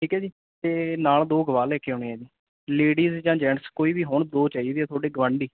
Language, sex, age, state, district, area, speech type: Punjabi, male, 18-30, Punjab, Bathinda, urban, conversation